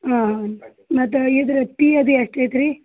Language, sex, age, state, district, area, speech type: Kannada, female, 60+, Karnataka, Belgaum, rural, conversation